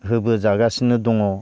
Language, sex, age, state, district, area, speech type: Bodo, male, 60+, Assam, Baksa, rural, spontaneous